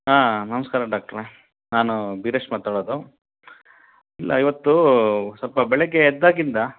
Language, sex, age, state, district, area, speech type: Kannada, male, 30-45, Karnataka, Chitradurga, rural, conversation